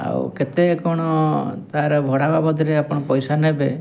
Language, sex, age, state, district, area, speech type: Odia, male, 45-60, Odisha, Mayurbhanj, rural, spontaneous